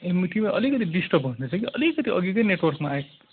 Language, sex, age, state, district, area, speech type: Nepali, male, 45-60, West Bengal, Kalimpong, rural, conversation